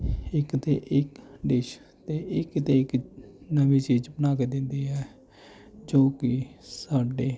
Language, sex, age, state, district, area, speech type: Punjabi, male, 30-45, Punjab, Mohali, urban, spontaneous